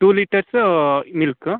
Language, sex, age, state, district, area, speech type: Kannada, male, 18-30, Karnataka, Uttara Kannada, rural, conversation